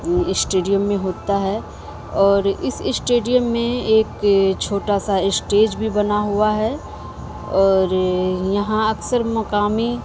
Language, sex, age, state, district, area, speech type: Urdu, female, 18-30, Bihar, Madhubani, rural, spontaneous